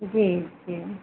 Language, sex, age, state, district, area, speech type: Hindi, female, 45-60, Uttar Pradesh, Ayodhya, rural, conversation